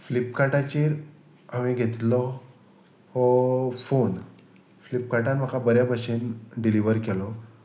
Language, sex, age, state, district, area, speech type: Goan Konkani, male, 30-45, Goa, Salcete, rural, spontaneous